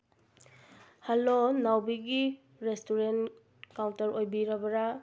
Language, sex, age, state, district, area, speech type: Manipuri, female, 30-45, Manipur, Bishnupur, rural, spontaneous